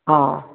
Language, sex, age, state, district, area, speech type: Sindhi, female, 45-60, Maharashtra, Thane, urban, conversation